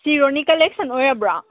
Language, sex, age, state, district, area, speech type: Manipuri, female, 18-30, Manipur, Kakching, rural, conversation